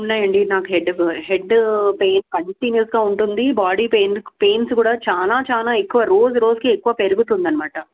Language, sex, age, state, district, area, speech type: Telugu, female, 30-45, Andhra Pradesh, Krishna, urban, conversation